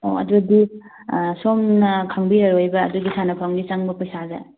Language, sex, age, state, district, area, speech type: Manipuri, female, 18-30, Manipur, Thoubal, urban, conversation